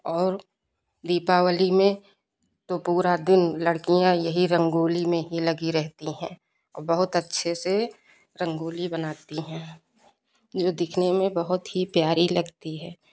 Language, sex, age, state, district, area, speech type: Hindi, female, 45-60, Uttar Pradesh, Lucknow, rural, spontaneous